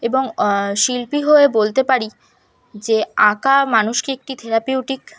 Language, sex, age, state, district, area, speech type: Bengali, female, 18-30, West Bengal, South 24 Parganas, rural, spontaneous